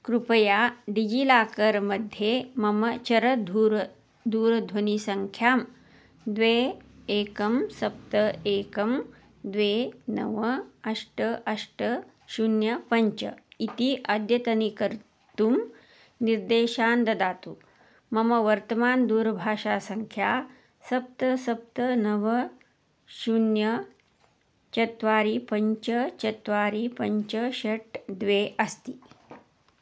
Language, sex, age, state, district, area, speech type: Sanskrit, female, 45-60, Karnataka, Belgaum, urban, read